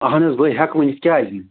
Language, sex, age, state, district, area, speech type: Kashmiri, male, 45-60, Jammu and Kashmir, Ganderbal, rural, conversation